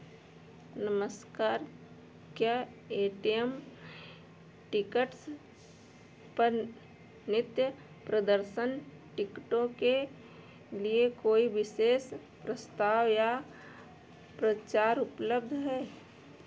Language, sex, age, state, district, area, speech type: Hindi, female, 60+, Uttar Pradesh, Ayodhya, urban, read